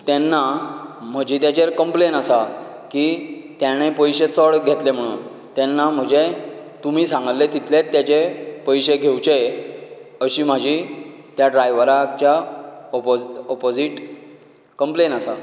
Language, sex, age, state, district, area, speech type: Goan Konkani, male, 45-60, Goa, Canacona, rural, spontaneous